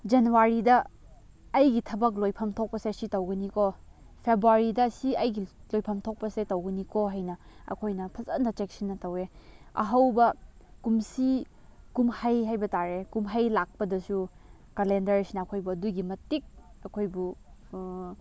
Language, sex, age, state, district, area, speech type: Manipuri, female, 18-30, Manipur, Chandel, rural, spontaneous